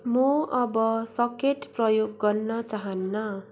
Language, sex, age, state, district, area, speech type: Nepali, female, 30-45, West Bengal, Darjeeling, rural, read